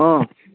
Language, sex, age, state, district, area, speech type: Assamese, male, 18-30, Assam, Tinsukia, urban, conversation